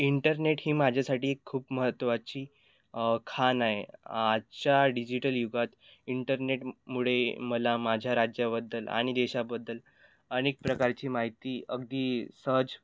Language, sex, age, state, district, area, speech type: Marathi, male, 18-30, Maharashtra, Nagpur, rural, spontaneous